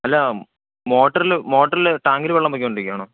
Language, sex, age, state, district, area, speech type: Malayalam, male, 18-30, Kerala, Thiruvananthapuram, rural, conversation